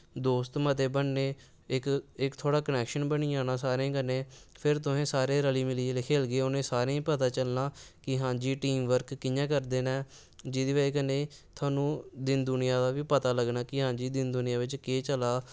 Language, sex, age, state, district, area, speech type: Dogri, male, 18-30, Jammu and Kashmir, Samba, urban, spontaneous